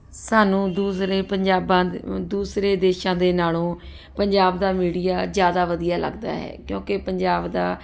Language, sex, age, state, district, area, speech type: Punjabi, female, 30-45, Punjab, Ludhiana, urban, spontaneous